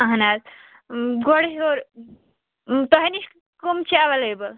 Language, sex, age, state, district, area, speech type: Kashmiri, female, 18-30, Jammu and Kashmir, Shopian, rural, conversation